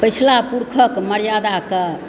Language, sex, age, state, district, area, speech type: Maithili, female, 60+, Bihar, Supaul, rural, spontaneous